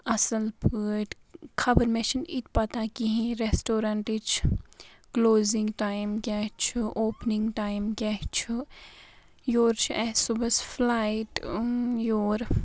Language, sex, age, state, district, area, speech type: Kashmiri, female, 45-60, Jammu and Kashmir, Baramulla, rural, spontaneous